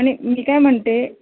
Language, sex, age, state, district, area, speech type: Marathi, female, 45-60, Maharashtra, Thane, rural, conversation